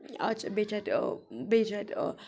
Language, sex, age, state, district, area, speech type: Kashmiri, female, 30-45, Jammu and Kashmir, Budgam, rural, spontaneous